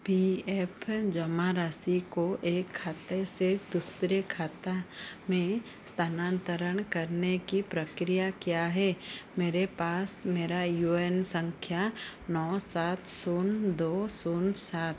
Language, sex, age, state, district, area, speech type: Hindi, female, 45-60, Madhya Pradesh, Chhindwara, rural, read